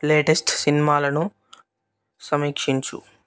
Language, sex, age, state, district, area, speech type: Telugu, male, 18-30, Telangana, Nirmal, urban, read